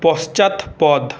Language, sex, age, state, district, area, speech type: Bengali, male, 45-60, West Bengal, Paschim Bardhaman, rural, read